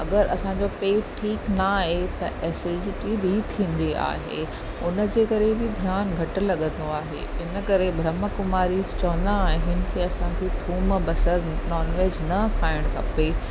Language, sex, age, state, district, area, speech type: Sindhi, female, 45-60, Maharashtra, Mumbai Suburban, urban, spontaneous